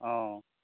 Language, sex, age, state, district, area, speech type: Assamese, male, 60+, Assam, Golaghat, urban, conversation